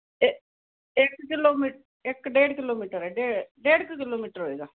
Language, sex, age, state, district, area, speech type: Punjabi, female, 60+, Punjab, Fazilka, rural, conversation